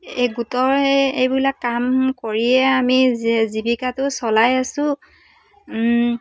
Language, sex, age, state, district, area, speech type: Assamese, female, 30-45, Assam, Dibrugarh, rural, spontaneous